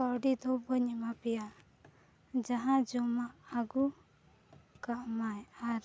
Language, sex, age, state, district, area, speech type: Santali, female, 18-30, Jharkhand, Seraikela Kharsawan, rural, spontaneous